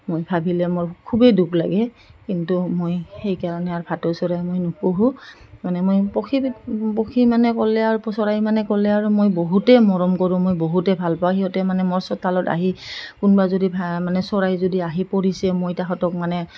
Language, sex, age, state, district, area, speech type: Assamese, female, 45-60, Assam, Goalpara, urban, spontaneous